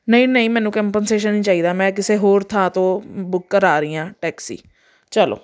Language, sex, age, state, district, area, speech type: Punjabi, female, 30-45, Punjab, Amritsar, urban, spontaneous